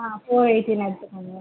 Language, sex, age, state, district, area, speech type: Tamil, female, 30-45, Tamil Nadu, Madurai, urban, conversation